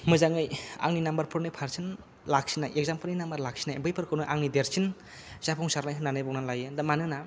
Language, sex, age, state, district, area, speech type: Bodo, male, 18-30, Assam, Kokrajhar, rural, spontaneous